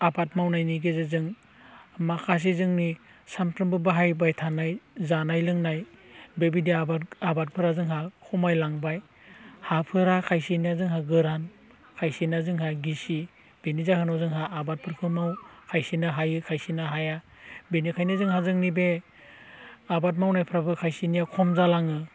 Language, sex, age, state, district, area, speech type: Bodo, male, 30-45, Assam, Udalguri, rural, spontaneous